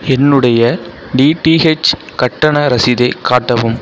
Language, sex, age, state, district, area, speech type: Tamil, male, 18-30, Tamil Nadu, Mayiladuthurai, rural, read